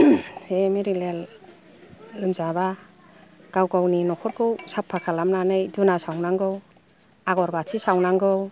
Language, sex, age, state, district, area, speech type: Bodo, female, 60+, Assam, Kokrajhar, rural, spontaneous